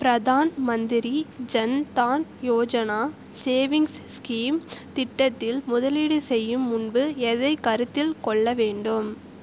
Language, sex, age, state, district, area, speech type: Tamil, female, 45-60, Tamil Nadu, Tiruvarur, rural, read